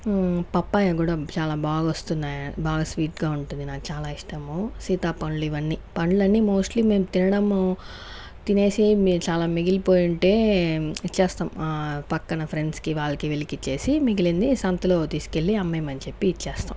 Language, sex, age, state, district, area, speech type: Telugu, female, 30-45, Andhra Pradesh, Sri Balaji, rural, spontaneous